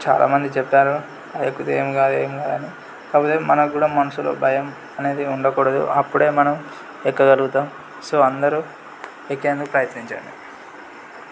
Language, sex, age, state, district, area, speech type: Telugu, male, 18-30, Telangana, Yadadri Bhuvanagiri, urban, spontaneous